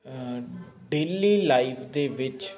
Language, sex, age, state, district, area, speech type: Punjabi, male, 18-30, Punjab, Faridkot, urban, spontaneous